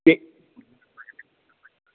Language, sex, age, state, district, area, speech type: Hindi, male, 60+, Bihar, Madhepura, rural, conversation